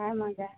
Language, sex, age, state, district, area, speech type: Hindi, female, 60+, Bihar, Vaishali, urban, conversation